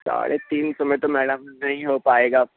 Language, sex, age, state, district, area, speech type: Hindi, male, 45-60, Madhya Pradesh, Bhopal, urban, conversation